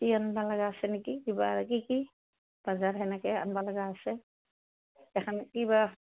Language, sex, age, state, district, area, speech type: Assamese, female, 60+, Assam, Goalpara, urban, conversation